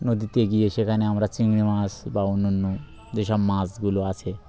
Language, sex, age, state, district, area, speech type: Bengali, male, 30-45, West Bengal, Birbhum, urban, spontaneous